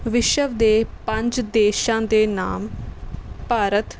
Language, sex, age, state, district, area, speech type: Punjabi, female, 18-30, Punjab, Rupnagar, rural, spontaneous